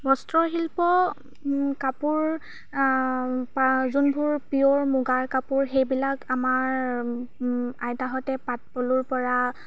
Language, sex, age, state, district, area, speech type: Assamese, female, 30-45, Assam, Charaideo, urban, spontaneous